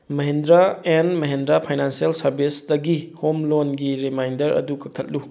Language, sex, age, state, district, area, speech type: Manipuri, male, 18-30, Manipur, Bishnupur, rural, read